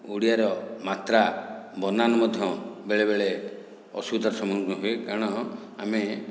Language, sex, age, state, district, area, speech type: Odia, male, 60+, Odisha, Khordha, rural, spontaneous